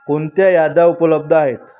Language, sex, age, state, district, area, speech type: Marathi, female, 18-30, Maharashtra, Amravati, rural, read